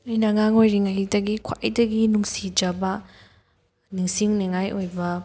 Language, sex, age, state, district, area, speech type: Manipuri, female, 18-30, Manipur, Thoubal, rural, spontaneous